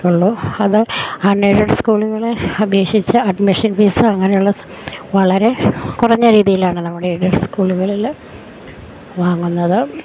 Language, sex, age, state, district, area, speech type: Malayalam, female, 30-45, Kerala, Idukki, rural, spontaneous